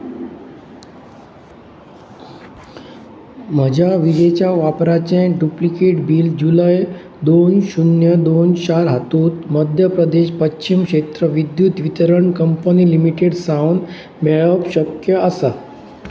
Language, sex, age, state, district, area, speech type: Goan Konkani, male, 45-60, Goa, Pernem, rural, read